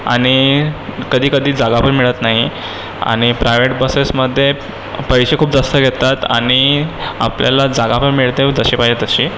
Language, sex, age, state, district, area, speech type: Marathi, female, 18-30, Maharashtra, Nagpur, urban, spontaneous